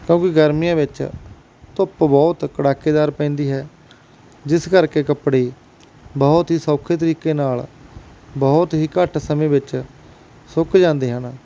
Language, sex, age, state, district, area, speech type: Punjabi, male, 30-45, Punjab, Barnala, urban, spontaneous